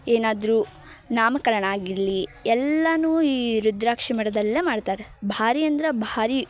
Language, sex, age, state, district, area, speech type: Kannada, female, 18-30, Karnataka, Dharwad, urban, spontaneous